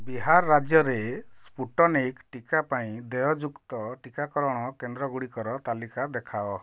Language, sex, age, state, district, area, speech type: Odia, male, 45-60, Odisha, Kalahandi, rural, read